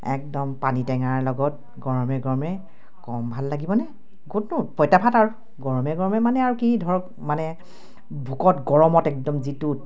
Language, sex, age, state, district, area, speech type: Assamese, female, 45-60, Assam, Dibrugarh, rural, spontaneous